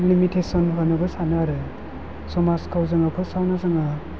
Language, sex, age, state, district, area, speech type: Bodo, male, 30-45, Assam, Chirang, rural, spontaneous